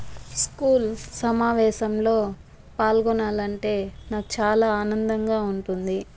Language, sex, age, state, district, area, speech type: Telugu, female, 30-45, Andhra Pradesh, Chittoor, rural, spontaneous